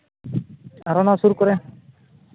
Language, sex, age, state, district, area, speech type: Santali, male, 18-30, Jharkhand, Seraikela Kharsawan, rural, conversation